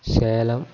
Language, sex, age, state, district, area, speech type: Tamil, male, 18-30, Tamil Nadu, Dharmapuri, urban, spontaneous